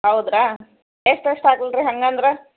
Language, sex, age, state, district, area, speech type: Kannada, female, 30-45, Karnataka, Koppal, rural, conversation